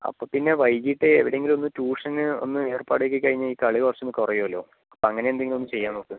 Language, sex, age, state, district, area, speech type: Malayalam, male, 30-45, Kerala, Palakkad, rural, conversation